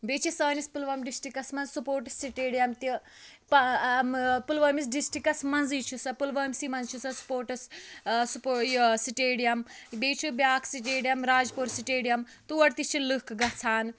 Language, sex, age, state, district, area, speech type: Kashmiri, female, 30-45, Jammu and Kashmir, Pulwama, rural, spontaneous